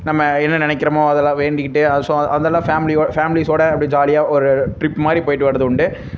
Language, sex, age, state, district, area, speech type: Tamil, male, 18-30, Tamil Nadu, Namakkal, rural, spontaneous